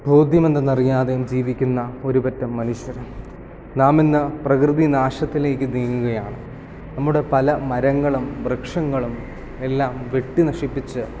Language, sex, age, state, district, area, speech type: Malayalam, male, 18-30, Kerala, Kottayam, rural, spontaneous